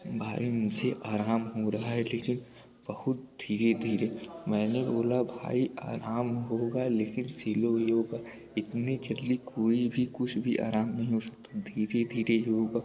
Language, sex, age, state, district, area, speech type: Hindi, male, 18-30, Uttar Pradesh, Jaunpur, urban, spontaneous